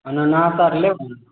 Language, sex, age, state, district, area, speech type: Maithili, male, 18-30, Bihar, Samastipur, rural, conversation